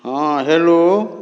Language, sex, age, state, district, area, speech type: Maithili, male, 45-60, Bihar, Saharsa, urban, spontaneous